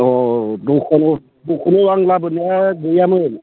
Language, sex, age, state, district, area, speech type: Bodo, male, 60+, Assam, Udalguri, rural, conversation